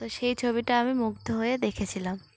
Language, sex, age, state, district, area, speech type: Bengali, female, 18-30, West Bengal, Uttar Dinajpur, urban, spontaneous